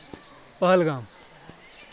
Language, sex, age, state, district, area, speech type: Kashmiri, male, 18-30, Jammu and Kashmir, Kulgam, rural, spontaneous